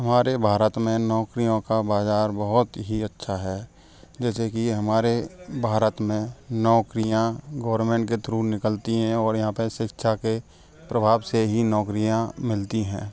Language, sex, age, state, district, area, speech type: Hindi, male, 18-30, Rajasthan, Karauli, rural, spontaneous